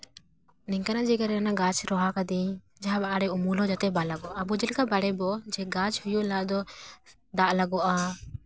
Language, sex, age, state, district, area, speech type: Santali, female, 18-30, West Bengal, Paschim Bardhaman, rural, spontaneous